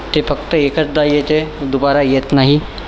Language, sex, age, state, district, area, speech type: Marathi, male, 18-30, Maharashtra, Nagpur, urban, spontaneous